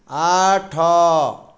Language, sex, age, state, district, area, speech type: Odia, male, 60+, Odisha, Kandhamal, rural, read